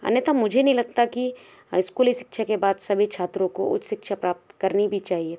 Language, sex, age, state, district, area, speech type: Hindi, female, 30-45, Madhya Pradesh, Balaghat, rural, spontaneous